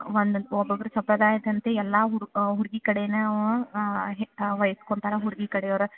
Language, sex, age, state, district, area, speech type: Kannada, female, 30-45, Karnataka, Gadag, rural, conversation